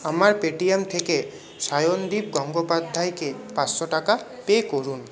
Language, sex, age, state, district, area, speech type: Bengali, male, 30-45, West Bengal, Paschim Bardhaman, urban, read